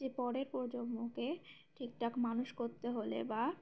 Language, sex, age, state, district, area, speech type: Bengali, female, 18-30, West Bengal, Uttar Dinajpur, urban, spontaneous